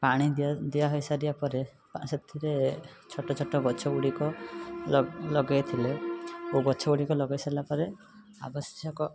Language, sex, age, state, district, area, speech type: Odia, male, 18-30, Odisha, Rayagada, rural, spontaneous